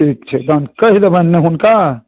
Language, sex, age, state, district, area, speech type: Maithili, male, 60+, Bihar, Madhubani, rural, conversation